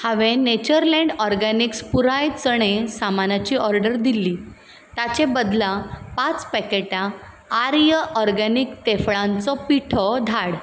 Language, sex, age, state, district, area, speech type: Goan Konkani, female, 30-45, Goa, Ponda, rural, read